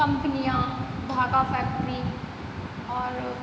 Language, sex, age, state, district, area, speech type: Hindi, female, 18-30, Madhya Pradesh, Hoshangabad, urban, spontaneous